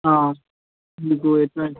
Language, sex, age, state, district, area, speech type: Telugu, male, 18-30, Andhra Pradesh, Visakhapatnam, urban, conversation